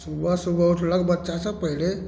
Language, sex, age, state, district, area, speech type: Maithili, male, 30-45, Bihar, Samastipur, rural, spontaneous